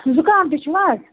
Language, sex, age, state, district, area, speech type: Kashmiri, female, 30-45, Jammu and Kashmir, Budgam, rural, conversation